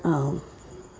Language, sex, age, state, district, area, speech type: Sanskrit, female, 45-60, Maharashtra, Nagpur, urban, spontaneous